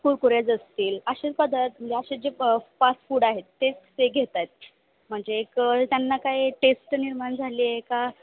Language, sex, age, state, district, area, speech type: Marathi, female, 18-30, Maharashtra, Satara, rural, conversation